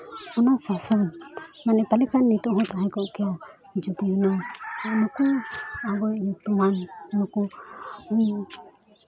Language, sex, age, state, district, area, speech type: Santali, female, 18-30, Jharkhand, Seraikela Kharsawan, rural, spontaneous